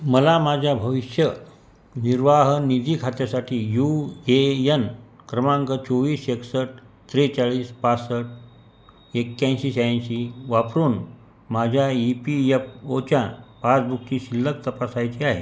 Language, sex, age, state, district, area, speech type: Marathi, male, 45-60, Maharashtra, Buldhana, rural, read